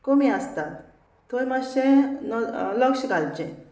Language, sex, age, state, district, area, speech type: Goan Konkani, female, 30-45, Goa, Murmgao, rural, spontaneous